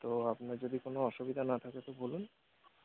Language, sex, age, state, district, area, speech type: Bengali, male, 60+, West Bengal, Paschim Bardhaman, urban, conversation